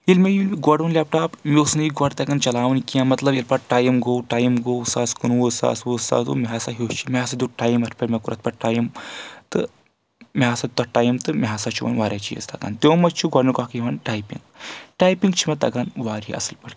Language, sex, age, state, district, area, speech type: Kashmiri, male, 18-30, Jammu and Kashmir, Kulgam, rural, spontaneous